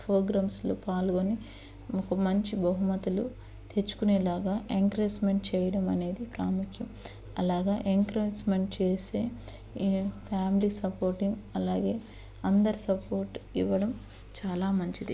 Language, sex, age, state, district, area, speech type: Telugu, female, 30-45, Andhra Pradesh, Eluru, urban, spontaneous